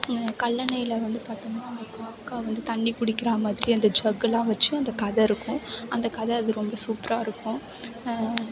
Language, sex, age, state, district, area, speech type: Tamil, female, 18-30, Tamil Nadu, Mayiladuthurai, urban, spontaneous